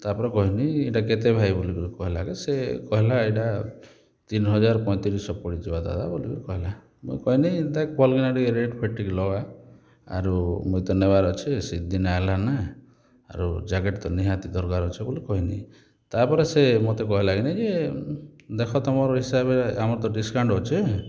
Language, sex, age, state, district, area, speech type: Odia, male, 30-45, Odisha, Kalahandi, rural, spontaneous